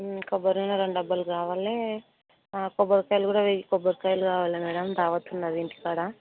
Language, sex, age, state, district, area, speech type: Telugu, female, 18-30, Telangana, Hyderabad, urban, conversation